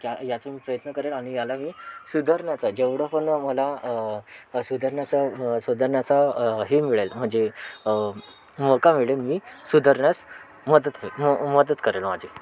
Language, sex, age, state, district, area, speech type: Marathi, male, 18-30, Maharashtra, Thane, urban, spontaneous